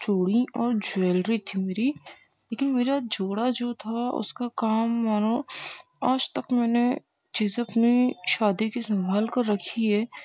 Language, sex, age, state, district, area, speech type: Urdu, female, 18-30, Uttar Pradesh, Gautam Buddha Nagar, urban, spontaneous